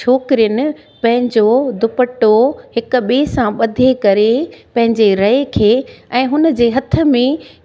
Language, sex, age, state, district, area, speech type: Sindhi, female, 45-60, Gujarat, Surat, urban, spontaneous